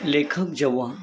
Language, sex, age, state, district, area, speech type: Marathi, male, 30-45, Maharashtra, Palghar, urban, spontaneous